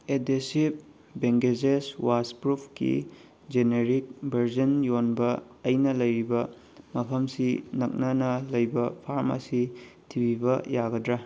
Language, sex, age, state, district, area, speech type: Manipuri, male, 18-30, Manipur, Bishnupur, rural, read